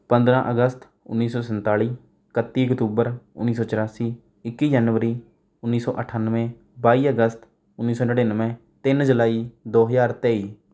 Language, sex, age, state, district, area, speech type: Punjabi, male, 18-30, Punjab, Rupnagar, rural, spontaneous